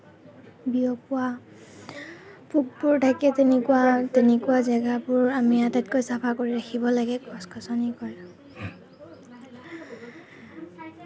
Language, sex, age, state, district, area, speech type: Assamese, female, 18-30, Assam, Kamrup Metropolitan, urban, spontaneous